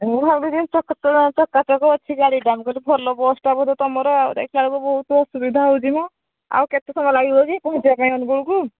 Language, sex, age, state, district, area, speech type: Odia, female, 60+, Odisha, Angul, rural, conversation